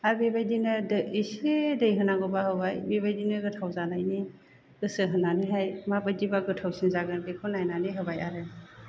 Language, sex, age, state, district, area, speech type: Bodo, female, 30-45, Assam, Chirang, urban, spontaneous